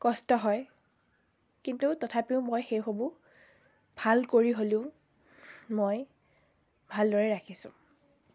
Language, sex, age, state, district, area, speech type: Assamese, female, 18-30, Assam, Biswanath, rural, spontaneous